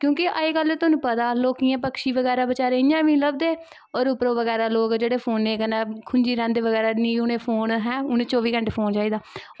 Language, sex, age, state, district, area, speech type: Dogri, female, 18-30, Jammu and Kashmir, Kathua, rural, spontaneous